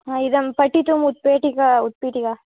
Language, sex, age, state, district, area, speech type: Sanskrit, female, 18-30, Karnataka, Bangalore Rural, rural, conversation